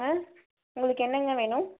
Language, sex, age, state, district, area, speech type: Tamil, female, 18-30, Tamil Nadu, Erode, urban, conversation